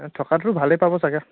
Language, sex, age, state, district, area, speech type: Assamese, male, 18-30, Assam, Dibrugarh, rural, conversation